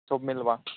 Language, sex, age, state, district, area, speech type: Odia, male, 18-30, Odisha, Nuapada, urban, conversation